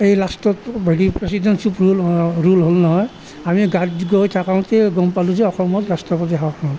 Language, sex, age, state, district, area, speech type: Assamese, male, 60+, Assam, Nalbari, rural, spontaneous